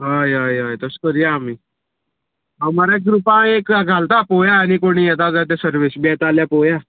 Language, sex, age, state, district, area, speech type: Goan Konkani, male, 18-30, Goa, Canacona, rural, conversation